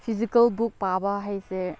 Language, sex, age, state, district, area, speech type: Manipuri, female, 18-30, Manipur, Chandel, rural, spontaneous